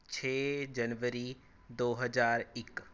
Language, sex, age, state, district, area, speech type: Punjabi, male, 18-30, Punjab, Rupnagar, rural, spontaneous